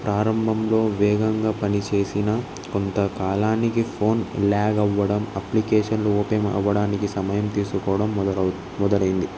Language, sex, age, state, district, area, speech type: Telugu, male, 18-30, Andhra Pradesh, Krishna, urban, spontaneous